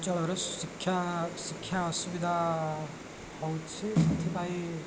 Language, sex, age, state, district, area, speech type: Odia, male, 18-30, Odisha, Koraput, urban, spontaneous